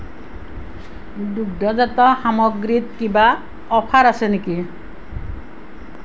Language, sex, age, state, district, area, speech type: Assamese, female, 45-60, Assam, Nalbari, rural, read